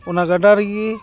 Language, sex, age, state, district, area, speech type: Santali, male, 30-45, West Bengal, Paschim Bardhaman, rural, spontaneous